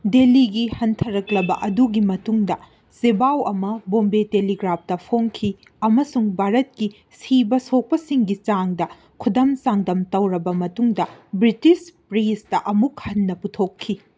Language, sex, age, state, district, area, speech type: Manipuri, female, 18-30, Manipur, Senapati, urban, read